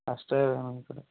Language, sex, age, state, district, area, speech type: Kannada, male, 30-45, Karnataka, Belgaum, rural, conversation